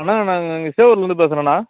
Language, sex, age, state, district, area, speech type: Tamil, male, 30-45, Tamil Nadu, Chengalpattu, rural, conversation